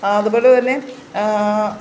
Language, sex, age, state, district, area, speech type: Malayalam, female, 45-60, Kerala, Pathanamthitta, rural, spontaneous